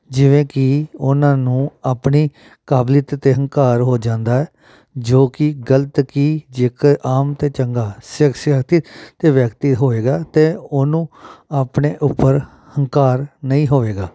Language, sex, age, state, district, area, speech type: Punjabi, male, 30-45, Punjab, Amritsar, urban, spontaneous